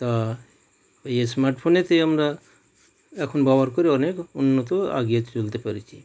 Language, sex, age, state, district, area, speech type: Bengali, male, 45-60, West Bengal, Howrah, urban, spontaneous